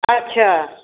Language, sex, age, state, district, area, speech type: Punjabi, female, 60+, Punjab, Fazilka, rural, conversation